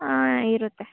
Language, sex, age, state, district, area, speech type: Kannada, female, 18-30, Karnataka, Kolar, rural, conversation